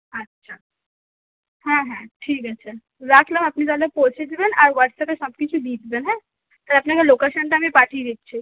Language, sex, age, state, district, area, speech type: Bengali, female, 30-45, West Bengal, Purulia, urban, conversation